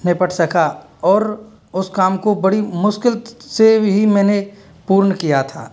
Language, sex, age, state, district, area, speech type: Hindi, male, 45-60, Rajasthan, Karauli, rural, spontaneous